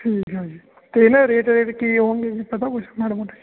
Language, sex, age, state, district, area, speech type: Punjabi, male, 45-60, Punjab, Fatehgarh Sahib, urban, conversation